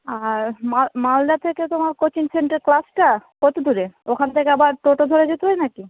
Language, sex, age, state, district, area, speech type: Bengali, female, 18-30, West Bengal, Malda, urban, conversation